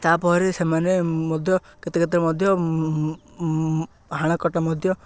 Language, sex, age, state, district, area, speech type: Odia, male, 18-30, Odisha, Ganjam, rural, spontaneous